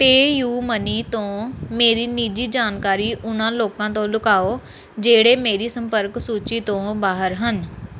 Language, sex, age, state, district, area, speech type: Punjabi, female, 18-30, Punjab, Pathankot, rural, read